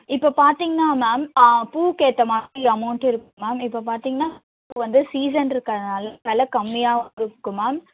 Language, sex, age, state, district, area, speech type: Tamil, female, 30-45, Tamil Nadu, Chennai, urban, conversation